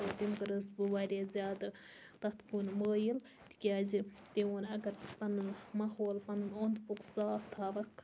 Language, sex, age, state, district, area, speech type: Kashmiri, female, 60+, Jammu and Kashmir, Baramulla, rural, spontaneous